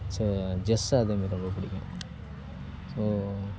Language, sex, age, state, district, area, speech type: Tamil, male, 30-45, Tamil Nadu, Cuddalore, rural, spontaneous